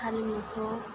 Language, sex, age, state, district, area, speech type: Bodo, female, 18-30, Assam, Chirang, rural, spontaneous